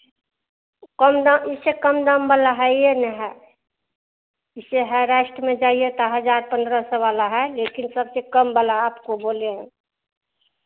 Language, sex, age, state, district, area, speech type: Hindi, female, 45-60, Bihar, Madhepura, rural, conversation